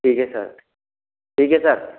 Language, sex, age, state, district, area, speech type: Hindi, male, 18-30, Rajasthan, Bharatpur, rural, conversation